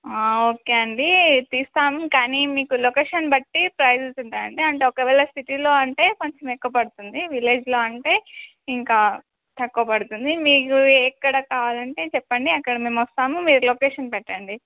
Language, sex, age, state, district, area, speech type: Telugu, female, 18-30, Telangana, Adilabad, rural, conversation